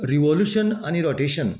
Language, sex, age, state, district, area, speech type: Goan Konkani, male, 60+, Goa, Canacona, rural, spontaneous